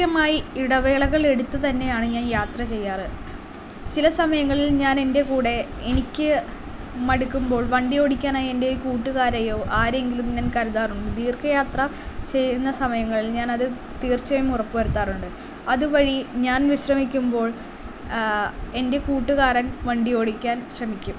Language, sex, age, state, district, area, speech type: Malayalam, female, 18-30, Kerala, Palakkad, rural, spontaneous